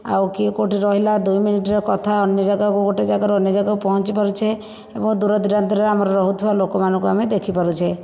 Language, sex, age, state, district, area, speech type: Odia, female, 60+, Odisha, Jajpur, rural, spontaneous